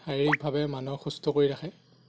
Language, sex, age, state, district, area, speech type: Assamese, male, 30-45, Assam, Darrang, rural, spontaneous